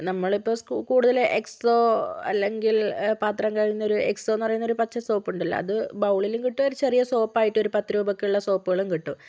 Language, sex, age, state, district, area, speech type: Malayalam, female, 18-30, Kerala, Kozhikode, urban, spontaneous